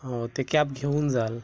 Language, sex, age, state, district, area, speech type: Marathi, male, 18-30, Maharashtra, Gadchiroli, rural, spontaneous